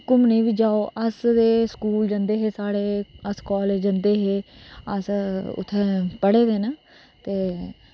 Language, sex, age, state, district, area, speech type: Dogri, female, 30-45, Jammu and Kashmir, Reasi, rural, spontaneous